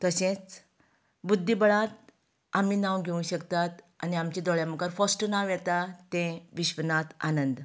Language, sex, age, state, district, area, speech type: Goan Konkani, female, 45-60, Goa, Canacona, rural, spontaneous